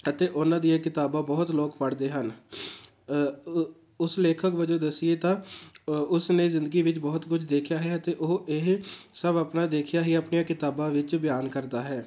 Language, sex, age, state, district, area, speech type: Punjabi, male, 18-30, Punjab, Tarn Taran, rural, spontaneous